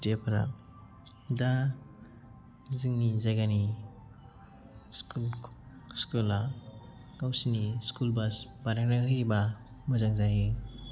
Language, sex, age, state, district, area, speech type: Bodo, male, 18-30, Assam, Kokrajhar, rural, spontaneous